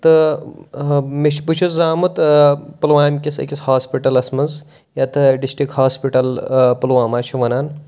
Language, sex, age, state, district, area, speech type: Kashmiri, male, 18-30, Jammu and Kashmir, Pulwama, urban, spontaneous